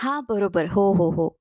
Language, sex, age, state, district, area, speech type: Marathi, female, 18-30, Maharashtra, Pune, urban, spontaneous